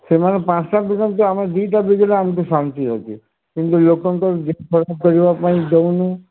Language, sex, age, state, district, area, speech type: Odia, male, 60+, Odisha, Sundergarh, rural, conversation